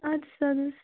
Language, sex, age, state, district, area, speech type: Kashmiri, female, 30-45, Jammu and Kashmir, Baramulla, rural, conversation